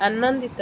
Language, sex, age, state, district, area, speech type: Odia, female, 30-45, Odisha, Kendrapara, urban, read